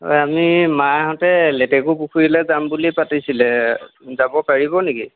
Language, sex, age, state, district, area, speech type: Assamese, male, 18-30, Assam, Lakhimpur, rural, conversation